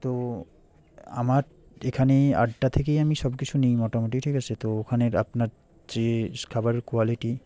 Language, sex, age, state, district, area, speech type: Bengali, male, 18-30, West Bengal, Purba Medinipur, rural, spontaneous